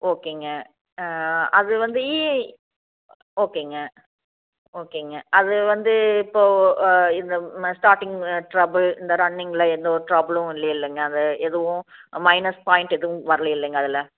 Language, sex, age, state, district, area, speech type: Tamil, female, 30-45, Tamil Nadu, Coimbatore, rural, conversation